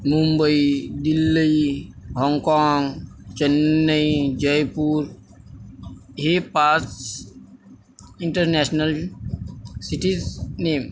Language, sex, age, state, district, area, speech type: Marathi, male, 18-30, Maharashtra, Washim, urban, spontaneous